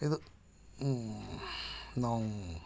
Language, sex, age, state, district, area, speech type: Kannada, male, 45-60, Karnataka, Koppal, rural, spontaneous